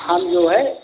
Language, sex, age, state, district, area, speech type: Hindi, male, 45-60, Uttar Pradesh, Hardoi, rural, conversation